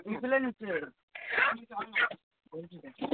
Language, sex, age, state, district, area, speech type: Bengali, female, 18-30, West Bengal, Cooch Behar, rural, conversation